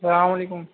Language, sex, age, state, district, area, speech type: Urdu, male, 60+, Uttar Pradesh, Shahjahanpur, rural, conversation